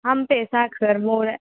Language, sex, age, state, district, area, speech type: Kannada, female, 18-30, Karnataka, Bellary, urban, conversation